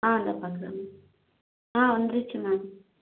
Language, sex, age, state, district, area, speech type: Tamil, female, 18-30, Tamil Nadu, Madurai, rural, conversation